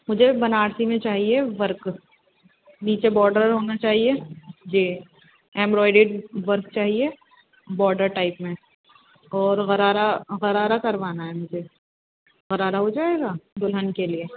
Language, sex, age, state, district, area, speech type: Urdu, female, 30-45, Uttar Pradesh, Rampur, urban, conversation